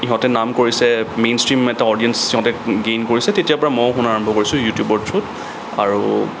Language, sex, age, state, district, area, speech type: Assamese, male, 18-30, Assam, Kamrup Metropolitan, urban, spontaneous